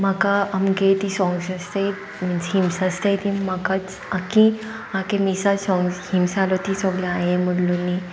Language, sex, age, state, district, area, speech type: Goan Konkani, female, 18-30, Goa, Sanguem, rural, spontaneous